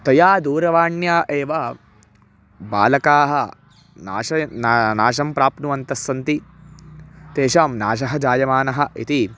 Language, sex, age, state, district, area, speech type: Sanskrit, male, 18-30, Karnataka, Chitradurga, urban, spontaneous